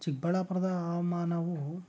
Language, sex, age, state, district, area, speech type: Kannada, male, 18-30, Karnataka, Chikkaballapur, rural, spontaneous